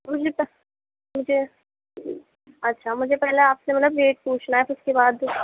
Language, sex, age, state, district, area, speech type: Urdu, female, 30-45, Uttar Pradesh, Gautam Buddha Nagar, urban, conversation